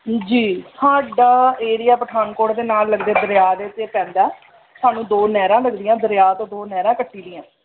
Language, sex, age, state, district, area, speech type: Punjabi, female, 30-45, Punjab, Pathankot, rural, conversation